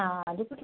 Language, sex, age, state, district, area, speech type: Kannada, female, 30-45, Karnataka, Dakshina Kannada, rural, conversation